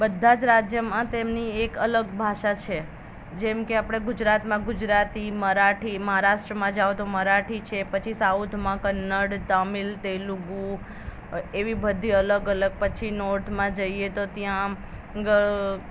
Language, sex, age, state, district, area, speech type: Gujarati, female, 30-45, Gujarat, Ahmedabad, urban, spontaneous